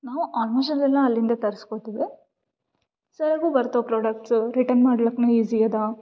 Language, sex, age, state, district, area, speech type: Kannada, female, 18-30, Karnataka, Gulbarga, urban, spontaneous